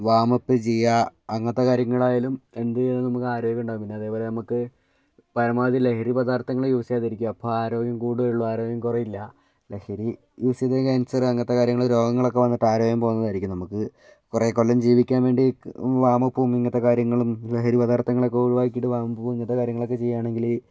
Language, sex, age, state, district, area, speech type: Malayalam, male, 18-30, Kerala, Wayanad, rural, spontaneous